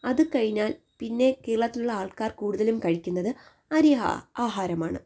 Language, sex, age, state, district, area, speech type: Malayalam, female, 18-30, Kerala, Thiruvananthapuram, urban, spontaneous